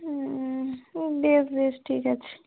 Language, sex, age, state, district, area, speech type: Bengali, female, 18-30, West Bengal, Cooch Behar, rural, conversation